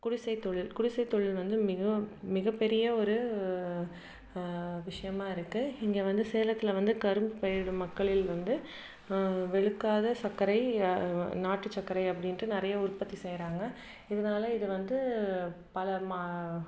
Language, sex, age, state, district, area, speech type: Tamil, female, 30-45, Tamil Nadu, Salem, urban, spontaneous